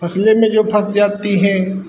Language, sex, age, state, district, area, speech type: Hindi, male, 60+, Uttar Pradesh, Hardoi, rural, spontaneous